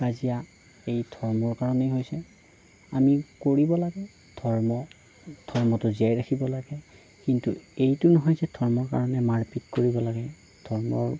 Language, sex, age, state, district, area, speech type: Assamese, male, 30-45, Assam, Darrang, rural, spontaneous